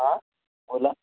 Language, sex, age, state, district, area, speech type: Marathi, male, 18-30, Maharashtra, Washim, rural, conversation